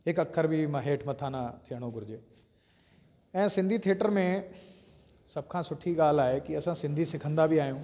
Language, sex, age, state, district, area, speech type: Sindhi, male, 30-45, Delhi, South Delhi, urban, spontaneous